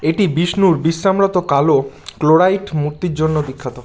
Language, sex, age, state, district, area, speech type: Bengali, male, 18-30, West Bengal, Bankura, urban, read